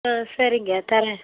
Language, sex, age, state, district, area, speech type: Tamil, female, 30-45, Tamil Nadu, Tirupattur, rural, conversation